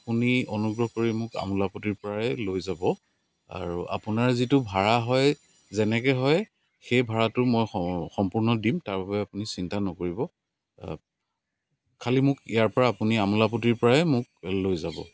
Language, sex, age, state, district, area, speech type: Assamese, male, 45-60, Assam, Dibrugarh, rural, spontaneous